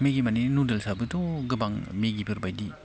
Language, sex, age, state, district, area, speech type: Bodo, male, 18-30, Assam, Baksa, rural, spontaneous